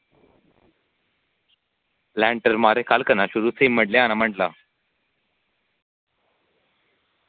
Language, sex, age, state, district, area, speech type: Dogri, male, 18-30, Jammu and Kashmir, Samba, rural, conversation